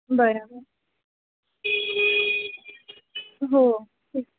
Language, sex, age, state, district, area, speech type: Marathi, female, 18-30, Maharashtra, Jalna, rural, conversation